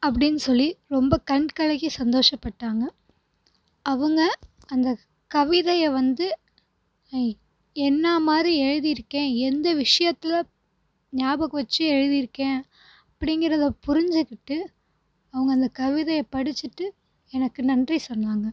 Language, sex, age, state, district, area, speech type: Tamil, female, 18-30, Tamil Nadu, Tiruchirappalli, rural, spontaneous